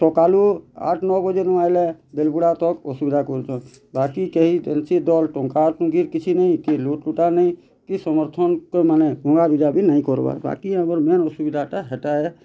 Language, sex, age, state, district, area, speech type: Odia, male, 30-45, Odisha, Bargarh, urban, spontaneous